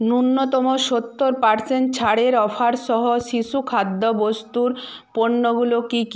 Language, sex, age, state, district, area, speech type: Bengali, female, 45-60, West Bengal, Nadia, rural, read